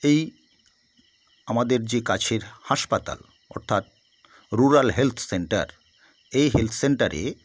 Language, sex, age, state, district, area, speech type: Bengali, male, 60+, West Bengal, South 24 Parganas, rural, spontaneous